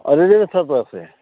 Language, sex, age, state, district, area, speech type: Assamese, male, 45-60, Assam, Barpeta, rural, conversation